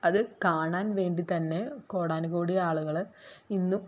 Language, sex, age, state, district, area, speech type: Malayalam, female, 30-45, Kerala, Thrissur, rural, spontaneous